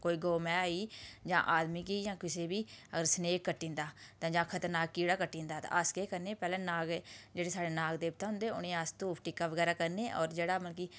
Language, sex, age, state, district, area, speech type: Dogri, female, 30-45, Jammu and Kashmir, Udhampur, rural, spontaneous